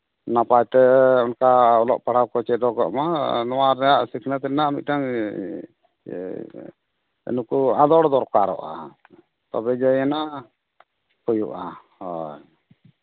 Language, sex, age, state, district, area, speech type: Santali, male, 45-60, Jharkhand, East Singhbhum, rural, conversation